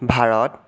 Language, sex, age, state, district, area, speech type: Assamese, male, 18-30, Assam, Sonitpur, rural, spontaneous